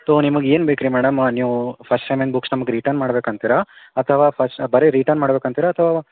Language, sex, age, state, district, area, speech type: Kannada, male, 18-30, Karnataka, Gulbarga, urban, conversation